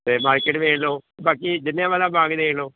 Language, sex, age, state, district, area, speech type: Punjabi, male, 45-60, Punjab, Gurdaspur, urban, conversation